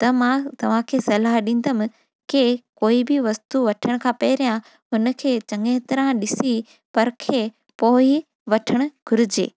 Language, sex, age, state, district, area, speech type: Sindhi, female, 18-30, Gujarat, Junagadh, rural, spontaneous